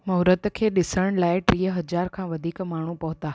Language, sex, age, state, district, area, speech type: Sindhi, female, 18-30, Gujarat, Surat, urban, read